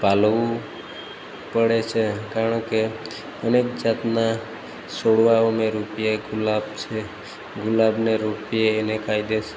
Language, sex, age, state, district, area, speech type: Gujarati, male, 30-45, Gujarat, Narmada, rural, spontaneous